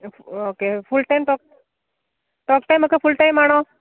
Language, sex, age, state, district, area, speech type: Malayalam, female, 30-45, Kerala, Kollam, rural, conversation